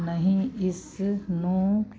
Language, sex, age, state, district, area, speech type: Punjabi, female, 45-60, Punjab, Muktsar, urban, read